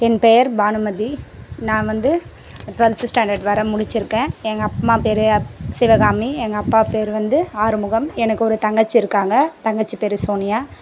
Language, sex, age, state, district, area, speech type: Tamil, female, 18-30, Tamil Nadu, Tiruvannamalai, rural, spontaneous